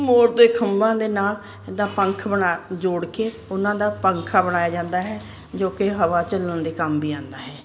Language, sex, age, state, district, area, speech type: Punjabi, female, 60+, Punjab, Ludhiana, urban, spontaneous